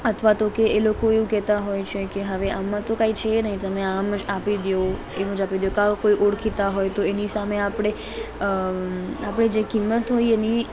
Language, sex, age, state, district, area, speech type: Gujarati, female, 30-45, Gujarat, Morbi, rural, spontaneous